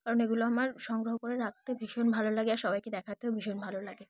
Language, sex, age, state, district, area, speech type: Bengali, female, 18-30, West Bengal, Dakshin Dinajpur, urban, spontaneous